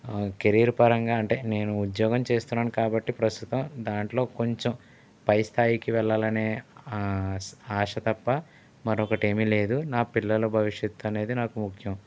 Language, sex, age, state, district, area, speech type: Telugu, male, 30-45, Andhra Pradesh, Konaseema, rural, spontaneous